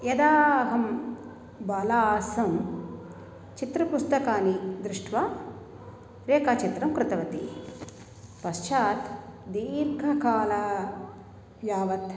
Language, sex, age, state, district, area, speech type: Sanskrit, female, 60+, Tamil Nadu, Thanjavur, urban, spontaneous